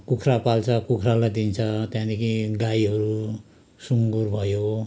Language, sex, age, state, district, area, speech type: Nepali, male, 60+, West Bengal, Kalimpong, rural, spontaneous